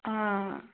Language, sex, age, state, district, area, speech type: Kannada, female, 18-30, Karnataka, Tumkur, rural, conversation